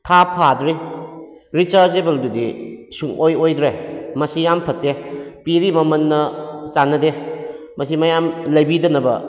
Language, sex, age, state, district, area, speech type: Manipuri, male, 45-60, Manipur, Kakching, rural, spontaneous